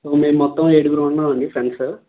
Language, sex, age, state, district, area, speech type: Telugu, male, 18-30, Andhra Pradesh, Konaseema, rural, conversation